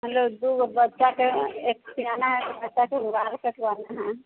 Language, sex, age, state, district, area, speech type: Maithili, female, 30-45, Bihar, Sitamarhi, rural, conversation